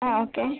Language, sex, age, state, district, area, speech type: Kannada, female, 30-45, Karnataka, Mandya, rural, conversation